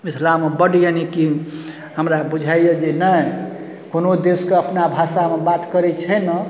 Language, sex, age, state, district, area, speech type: Maithili, male, 30-45, Bihar, Darbhanga, urban, spontaneous